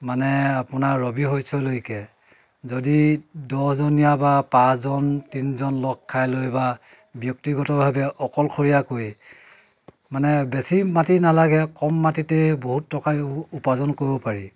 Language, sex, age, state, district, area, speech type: Assamese, male, 30-45, Assam, Dhemaji, urban, spontaneous